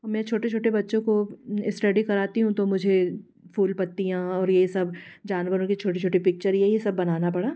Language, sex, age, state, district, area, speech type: Hindi, female, 45-60, Madhya Pradesh, Jabalpur, urban, spontaneous